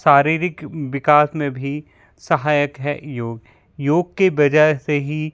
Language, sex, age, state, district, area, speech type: Hindi, male, 45-60, Madhya Pradesh, Bhopal, urban, spontaneous